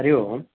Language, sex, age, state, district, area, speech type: Sanskrit, male, 60+, Karnataka, Bangalore Urban, urban, conversation